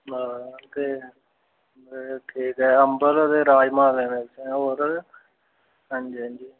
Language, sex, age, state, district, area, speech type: Dogri, male, 30-45, Jammu and Kashmir, Reasi, urban, conversation